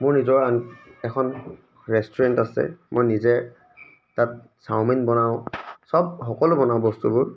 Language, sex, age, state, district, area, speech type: Assamese, male, 30-45, Assam, Dibrugarh, rural, spontaneous